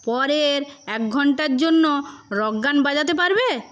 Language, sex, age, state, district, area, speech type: Bengali, female, 60+, West Bengal, Paschim Medinipur, rural, read